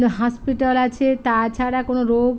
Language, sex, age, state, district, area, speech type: Bengali, female, 45-60, West Bengal, Hooghly, rural, spontaneous